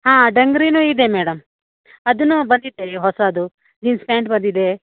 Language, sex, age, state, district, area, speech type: Kannada, female, 30-45, Karnataka, Uttara Kannada, rural, conversation